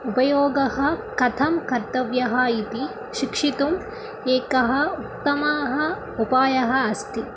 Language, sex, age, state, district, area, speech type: Sanskrit, female, 18-30, Tamil Nadu, Dharmapuri, rural, spontaneous